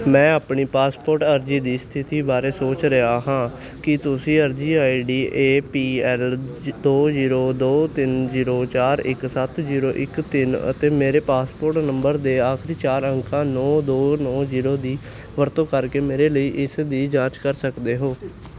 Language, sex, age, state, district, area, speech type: Punjabi, male, 18-30, Punjab, Hoshiarpur, rural, read